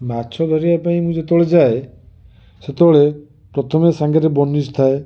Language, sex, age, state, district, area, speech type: Odia, male, 45-60, Odisha, Cuttack, urban, spontaneous